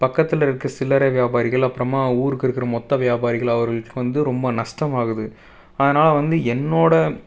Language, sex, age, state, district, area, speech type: Tamil, male, 18-30, Tamil Nadu, Tiruppur, rural, spontaneous